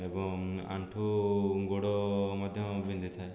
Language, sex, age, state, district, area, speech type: Odia, male, 18-30, Odisha, Khordha, rural, spontaneous